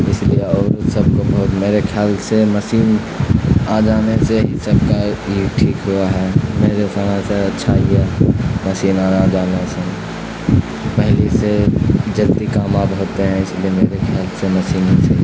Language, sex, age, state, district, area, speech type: Urdu, male, 18-30, Bihar, Khagaria, rural, spontaneous